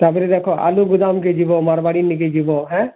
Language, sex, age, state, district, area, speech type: Odia, male, 30-45, Odisha, Bargarh, urban, conversation